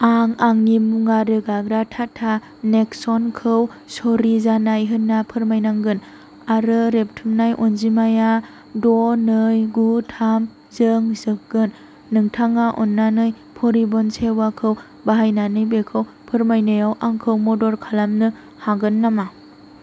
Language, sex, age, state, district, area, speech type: Bodo, female, 18-30, Assam, Kokrajhar, rural, read